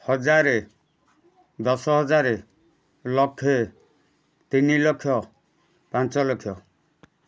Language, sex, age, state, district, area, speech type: Odia, male, 45-60, Odisha, Kendujhar, urban, spontaneous